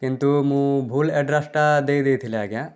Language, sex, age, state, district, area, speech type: Odia, male, 18-30, Odisha, Rayagada, urban, spontaneous